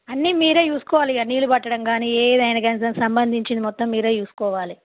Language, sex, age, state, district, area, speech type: Telugu, female, 30-45, Telangana, Karimnagar, rural, conversation